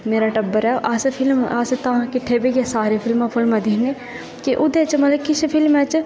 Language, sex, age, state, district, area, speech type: Dogri, female, 18-30, Jammu and Kashmir, Kathua, rural, spontaneous